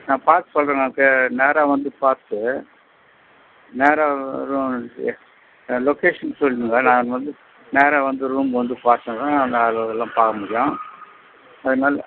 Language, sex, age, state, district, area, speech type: Tamil, male, 60+, Tamil Nadu, Vellore, rural, conversation